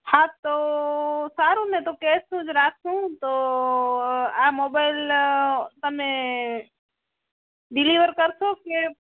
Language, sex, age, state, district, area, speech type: Gujarati, male, 18-30, Gujarat, Kutch, rural, conversation